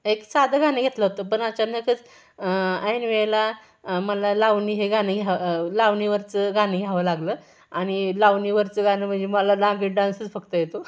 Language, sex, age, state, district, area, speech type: Marathi, female, 18-30, Maharashtra, Satara, urban, spontaneous